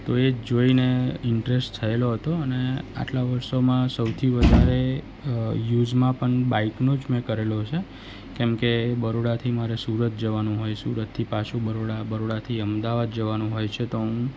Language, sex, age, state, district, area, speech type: Gujarati, male, 45-60, Gujarat, Surat, rural, spontaneous